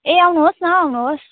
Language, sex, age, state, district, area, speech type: Nepali, female, 18-30, West Bengal, Jalpaiguri, urban, conversation